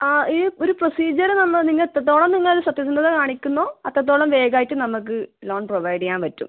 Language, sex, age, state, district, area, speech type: Malayalam, female, 18-30, Kerala, Kasaragod, rural, conversation